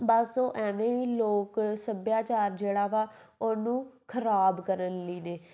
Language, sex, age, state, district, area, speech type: Punjabi, female, 18-30, Punjab, Tarn Taran, rural, spontaneous